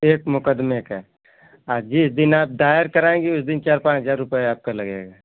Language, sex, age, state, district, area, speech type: Hindi, male, 30-45, Uttar Pradesh, Ghazipur, urban, conversation